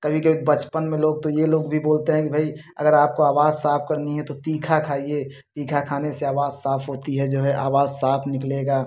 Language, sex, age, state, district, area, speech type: Hindi, male, 30-45, Uttar Pradesh, Prayagraj, urban, spontaneous